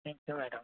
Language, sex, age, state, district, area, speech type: Odia, male, 30-45, Odisha, Koraput, urban, conversation